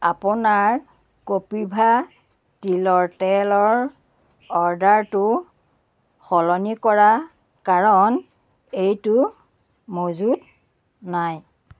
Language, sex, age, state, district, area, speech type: Assamese, female, 45-60, Assam, Biswanath, rural, read